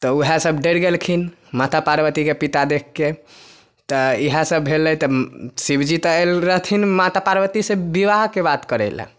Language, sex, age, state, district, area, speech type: Maithili, male, 18-30, Bihar, Samastipur, rural, spontaneous